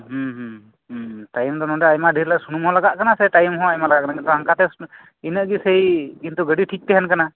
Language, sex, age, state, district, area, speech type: Santali, male, 30-45, West Bengal, Birbhum, rural, conversation